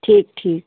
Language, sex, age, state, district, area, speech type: Hindi, female, 60+, Uttar Pradesh, Hardoi, rural, conversation